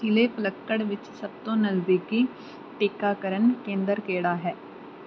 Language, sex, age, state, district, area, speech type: Punjabi, female, 18-30, Punjab, Mansa, urban, read